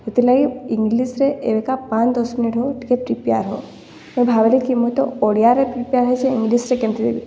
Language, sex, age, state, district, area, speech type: Odia, female, 18-30, Odisha, Boudh, rural, spontaneous